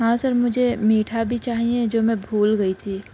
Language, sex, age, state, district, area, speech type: Urdu, female, 18-30, Uttar Pradesh, Gautam Buddha Nagar, urban, spontaneous